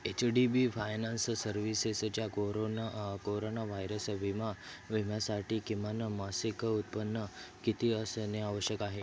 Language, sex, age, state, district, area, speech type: Marathi, male, 18-30, Maharashtra, Thane, urban, read